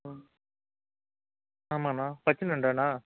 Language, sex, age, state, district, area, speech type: Tamil, male, 30-45, Tamil Nadu, Chengalpattu, rural, conversation